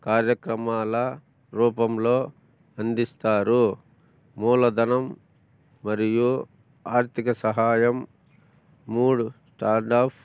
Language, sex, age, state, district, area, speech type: Telugu, male, 45-60, Andhra Pradesh, Annamaya, rural, spontaneous